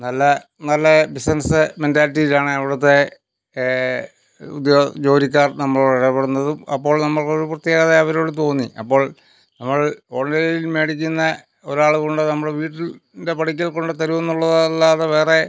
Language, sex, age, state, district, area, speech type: Malayalam, male, 60+, Kerala, Pathanamthitta, urban, spontaneous